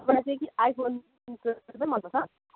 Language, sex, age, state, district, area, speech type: Nepali, female, 30-45, West Bengal, Kalimpong, rural, conversation